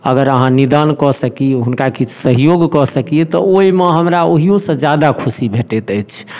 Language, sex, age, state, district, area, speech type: Maithili, male, 30-45, Bihar, Darbhanga, rural, spontaneous